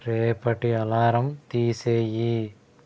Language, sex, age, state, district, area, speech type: Telugu, male, 18-30, Andhra Pradesh, East Godavari, rural, read